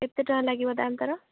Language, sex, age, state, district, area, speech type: Odia, female, 18-30, Odisha, Jagatsinghpur, rural, conversation